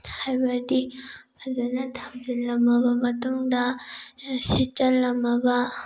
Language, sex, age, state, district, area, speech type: Manipuri, female, 18-30, Manipur, Bishnupur, rural, spontaneous